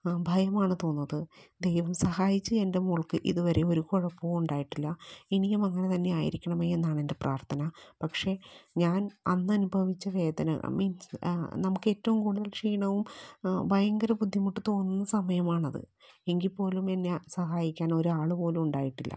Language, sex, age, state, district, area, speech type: Malayalam, female, 30-45, Kerala, Ernakulam, rural, spontaneous